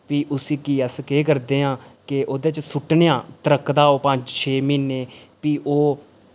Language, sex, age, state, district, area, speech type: Dogri, male, 30-45, Jammu and Kashmir, Reasi, rural, spontaneous